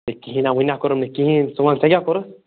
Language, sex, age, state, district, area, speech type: Kashmiri, male, 45-60, Jammu and Kashmir, Budgam, rural, conversation